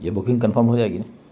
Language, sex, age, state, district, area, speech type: Urdu, male, 45-60, Bihar, Gaya, rural, spontaneous